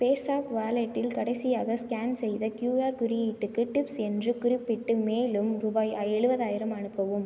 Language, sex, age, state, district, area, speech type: Tamil, female, 18-30, Tamil Nadu, Ariyalur, rural, read